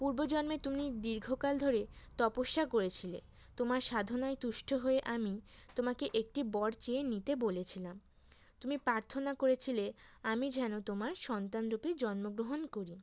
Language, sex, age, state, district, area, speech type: Bengali, female, 18-30, West Bengal, North 24 Parganas, urban, spontaneous